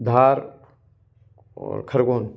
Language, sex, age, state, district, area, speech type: Hindi, male, 45-60, Madhya Pradesh, Ujjain, urban, spontaneous